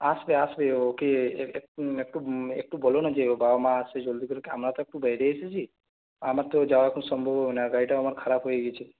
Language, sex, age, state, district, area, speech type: Bengali, male, 18-30, West Bengal, Purulia, rural, conversation